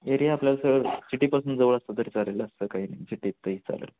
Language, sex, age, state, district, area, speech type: Marathi, male, 18-30, Maharashtra, Sangli, urban, conversation